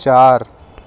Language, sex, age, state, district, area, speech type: Urdu, male, 18-30, Delhi, Central Delhi, urban, read